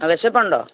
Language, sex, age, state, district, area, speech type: Malayalam, female, 60+, Kerala, Kottayam, rural, conversation